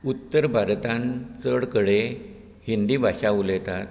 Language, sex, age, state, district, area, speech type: Goan Konkani, male, 60+, Goa, Bardez, rural, spontaneous